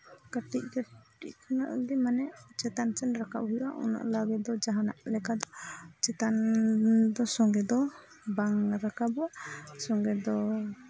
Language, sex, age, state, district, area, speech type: Santali, female, 30-45, Jharkhand, East Singhbhum, rural, spontaneous